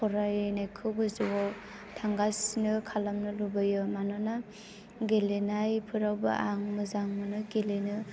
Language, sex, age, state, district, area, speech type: Bodo, female, 18-30, Assam, Chirang, rural, spontaneous